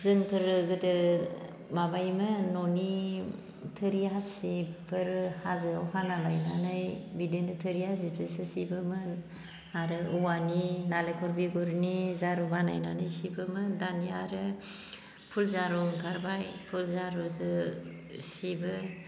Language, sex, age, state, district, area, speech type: Bodo, female, 45-60, Assam, Baksa, rural, spontaneous